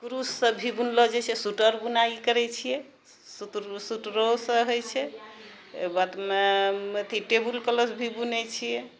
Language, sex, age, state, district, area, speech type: Maithili, female, 45-60, Bihar, Purnia, rural, spontaneous